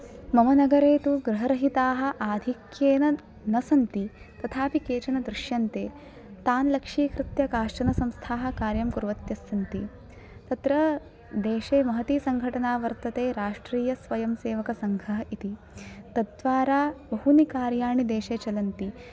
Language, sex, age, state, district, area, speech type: Sanskrit, female, 18-30, Maharashtra, Thane, urban, spontaneous